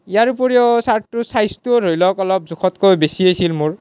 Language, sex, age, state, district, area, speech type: Assamese, male, 18-30, Assam, Nalbari, rural, spontaneous